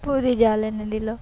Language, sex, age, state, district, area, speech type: Bengali, female, 18-30, West Bengal, Dakshin Dinajpur, urban, spontaneous